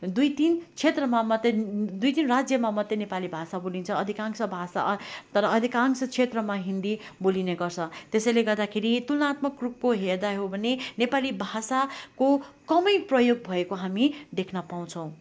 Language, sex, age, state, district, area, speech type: Nepali, female, 45-60, West Bengal, Darjeeling, rural, spontaneous